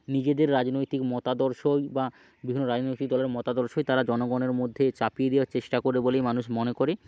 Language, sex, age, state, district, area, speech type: Bengali, male, 45-60, West Bengal, Hooghly, urban, spontaneous